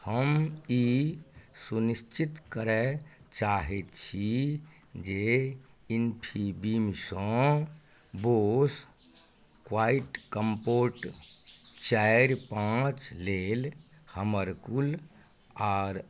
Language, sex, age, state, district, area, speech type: Maithili, male, 60+, Bihar, Madhubani, rural, read